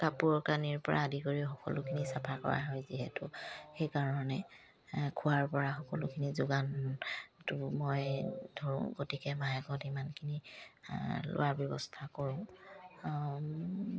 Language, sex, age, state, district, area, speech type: Assamese, female, 30-45, Assam, Charaideo, rural, spontaneous